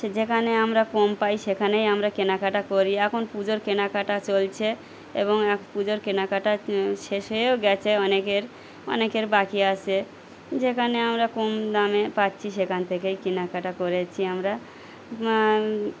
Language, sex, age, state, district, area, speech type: Bengali, female, 45-60, West Bengal, Birbhum, urban, spontaneous